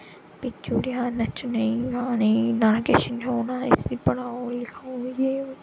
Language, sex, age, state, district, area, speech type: Dogri, female, 18-30, Jammu and Kashmir, Jammu, urban, spontaneous